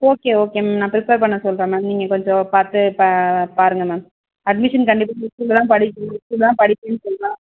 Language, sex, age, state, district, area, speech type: Tamil, female, 18-30, Tamil Nadu, Tiruvarur, rural, conversation